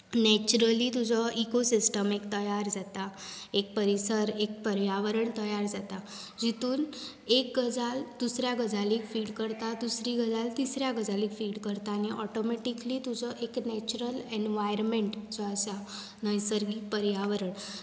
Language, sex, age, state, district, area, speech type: Goan Konkani, female, 18-30, Goa, Bardez, urban, spontaneous